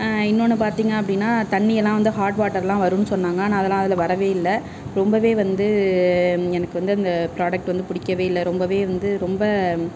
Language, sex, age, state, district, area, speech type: Tamil, female, 60+, Tamil Nadu, Mayiladuthurai, rural, spontaneous